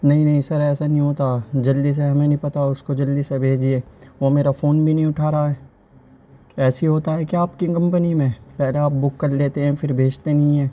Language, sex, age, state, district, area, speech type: Urdu, male, 18-30, Delhi, East Delhi, urban, spontaneous